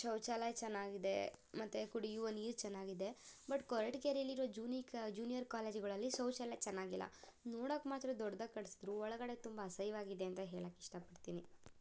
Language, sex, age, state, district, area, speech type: Kannada, female, 30-45, Karnataka, Tumkur, rural, spontaneous